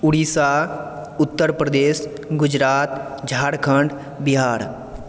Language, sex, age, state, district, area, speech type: Maithili, male, 18-30, Bihar, Supaul, rural, spontaneous